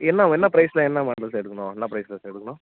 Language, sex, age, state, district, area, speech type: Tamil, male, 18-30, Tamil Nadu, Nagapattinam, rural, conversation